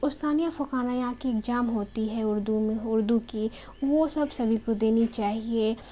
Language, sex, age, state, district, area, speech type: Urdu, female, 18-30, Bihar, Khagaria, urban, spontaneous